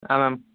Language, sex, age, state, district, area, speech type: Kannada, male, 18-30, Karnataka, Davanagere, rural, conversation